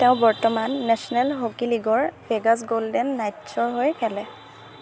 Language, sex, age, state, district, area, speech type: Assamese, female, 18-30, Assam, Golaghat, urban, read